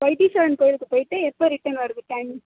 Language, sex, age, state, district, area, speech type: Tamil, female, 18-30, Tamil Nadu, Mayiladuthurai, urban, conversation